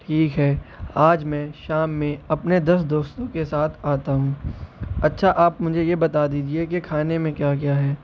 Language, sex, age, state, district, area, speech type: Urdu, male, 18-30, Uttar Pradesh, Shahjahanpur, rural, spontaneous